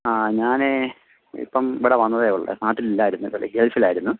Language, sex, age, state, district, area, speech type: Malayalam, male, 45-60, Kerala, Thiruvananthapuram, rural, conversation